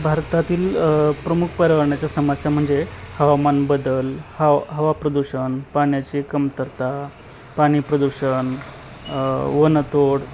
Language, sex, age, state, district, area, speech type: Marathi, male, 30-45, Maharashtra, Osmanabad, rural, spontaneous